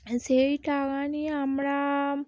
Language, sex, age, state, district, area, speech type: Bengali, female, 30-45, West Bengal, Howrah, urban, spontaneous